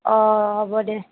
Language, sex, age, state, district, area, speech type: Assamese, female, 45-60, Assam, Nagaon, rural, conversation